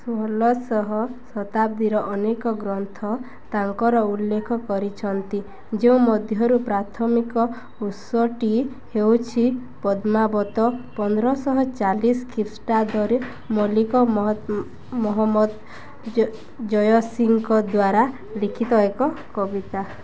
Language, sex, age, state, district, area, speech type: Odia, female, 18-30, Odisha, Balangir, urban, read